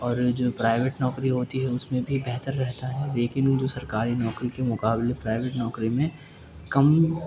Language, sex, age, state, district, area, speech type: Urdu, male, 18-30, Delhi, East Delhi, rural, spontaneous